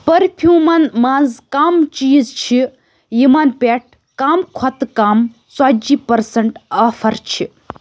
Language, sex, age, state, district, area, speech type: Kashmiri, female, 18-30, Jammu and Kashmir, Budgam, rural, read